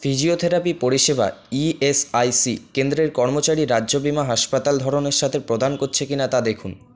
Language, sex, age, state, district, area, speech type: Bengali, male, 30-45, West Bengal, Paschim Bardhaman, rural, read